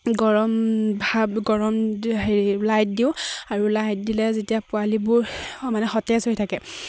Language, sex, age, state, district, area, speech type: Assamese, female, 30-45, Assam, Charaideo, rural, spontaneous